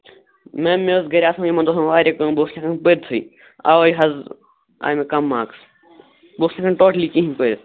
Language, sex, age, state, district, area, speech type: Kashmiri, male, 18-30, Jammu and Kashmir, Shopian, urban, conversation